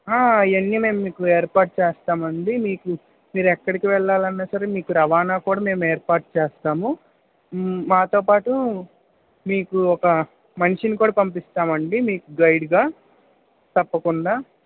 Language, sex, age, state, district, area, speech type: Telugu, male, 60+, Andhra Pradesh, Krishna, urban, conversation